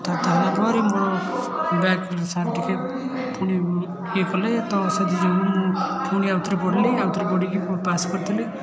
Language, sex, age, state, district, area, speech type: Odia, male, 18-30, Odisha, Puri, urban, spontaneous